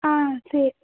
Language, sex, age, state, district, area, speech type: Tamil, female, 18-30, Tamil Nadu, Thanjavur, rural, conversation